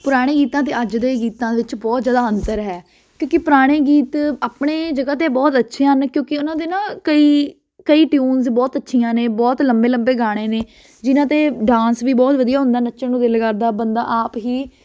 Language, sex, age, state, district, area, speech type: Punjabi, female, 18-30, Punjab, Ludhiana, urban, spontaneous